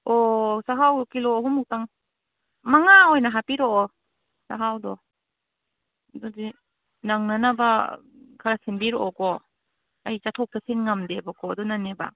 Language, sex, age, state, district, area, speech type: Manipuri, female, 18-30, Manipur, Kangpokpi, urban, conversation